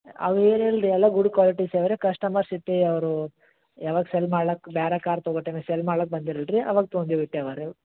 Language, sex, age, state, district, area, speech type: Kannada, male, 18-30, Karnataka, Gulbarga, urban, conversation